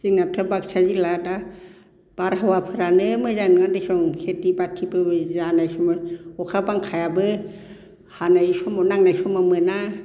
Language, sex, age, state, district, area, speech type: Bodo, female, 60+, Assam, Baksa, urban, spontaneous